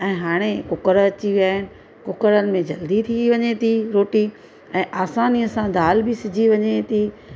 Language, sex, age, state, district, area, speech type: Sindhi, female, 45-60, Gujarat, Surat, urban, spontaneous